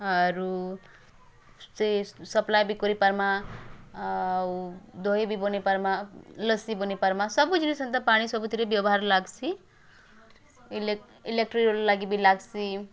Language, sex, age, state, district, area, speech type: Odia, female, 18-30, Odisha, Bargarh, rural, spontaneous